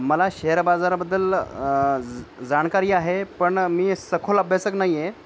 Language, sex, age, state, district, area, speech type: Marathi, male, 45-60, Maharashtra, Nanded, rural, spontaneous